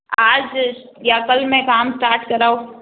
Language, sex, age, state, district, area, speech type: Hindi, female, 30-45, Rajasthan, Jodhpur, urban, conversation